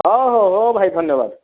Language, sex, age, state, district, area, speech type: Odia, male, 60+, Odisha, Kandhamal, rural, conversation